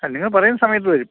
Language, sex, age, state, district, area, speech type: Malayalam, male, 60+, Kerala, Kottayam, urban, conversation